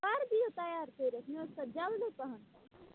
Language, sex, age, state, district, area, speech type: Kashmiri, female, 18-30, Jammu and Kashmir, Budgam, rural, conversation